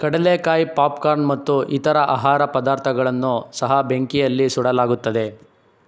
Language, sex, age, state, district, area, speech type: Kannada, male, 18-30, Karnataka, Chikkaballapur, rural, read